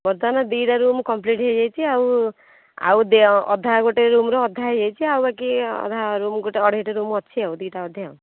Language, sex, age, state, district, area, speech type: Odia, female, 30-45, Odisha, Nayagarh, rural, conversation